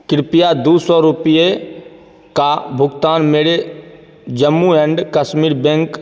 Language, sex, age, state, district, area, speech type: Hindi, male, 30-45, Bihar, Begusarai, rural, read